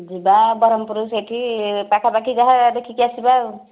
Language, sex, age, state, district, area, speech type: Odia, female, 30-45, Odisha, Nayagarh, rural, conversation